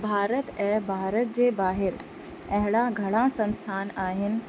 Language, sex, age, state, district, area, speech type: Sindhi, female, 30-45, Uttar Pradesh, Lucknow, urban, spontaneous